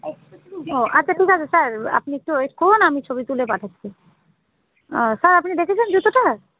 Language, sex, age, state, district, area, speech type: Bengali, female, 18-30, West Bengal, Cooch Behar, urban, conversation